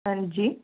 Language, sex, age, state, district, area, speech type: Hindi, female, 18-30, Madhya Pradesh, Gwalior, rural, conversation